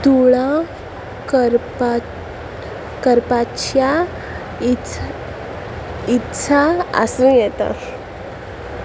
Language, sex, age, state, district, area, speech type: Goan Konkani, female, 18-30, Goa, Salcete, rural, read